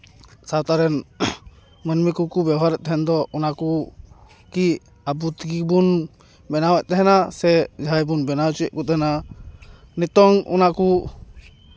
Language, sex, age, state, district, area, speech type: Santali, male, 30-45, West Bengal, Paschim Bardhaman, rural, spontaneous